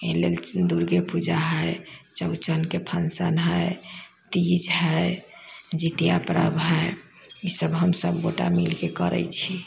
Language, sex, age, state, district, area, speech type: Maithili, female, 60+, Bihar, Sitamarhi, rural, spontaneous